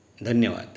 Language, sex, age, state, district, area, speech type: Marathi, male, 30-45, Maharashtra, Ratnagiri, urban, spontaneous